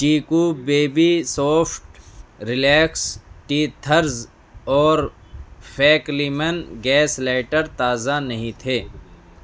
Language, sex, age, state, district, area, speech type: Urdu, male, 18-30, Delhi, East Delhi, urban, read